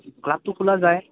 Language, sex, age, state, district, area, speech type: Assamese, male, 18-30, Assam, Goalpara, rural, conversation